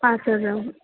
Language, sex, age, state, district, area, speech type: Bengali, female, 45-60, West Bengal, Darjeeling, rural, conversation